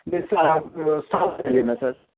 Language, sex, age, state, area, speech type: Urdu, male, 30-45, Jharkhand, urban, conversation